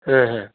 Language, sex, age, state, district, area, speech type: Hindi, male, 30-45, Madhya Pradesh, Ujjain, rural, conversation